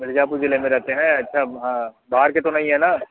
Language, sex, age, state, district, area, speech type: Hindi, male, 45-60, Uttar Pradesh, Mirzapur, urban, conversation